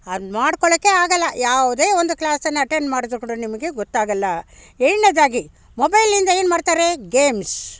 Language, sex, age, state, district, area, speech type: Kannada, female, 60+, Karnataka, Bangalore Rural, rural, spontaneous